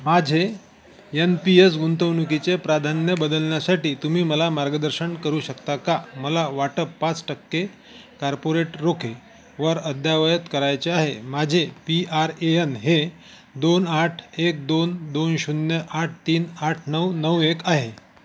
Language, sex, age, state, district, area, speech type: Marathi, male, 45-60, Maharashtra, Wardha, urban, read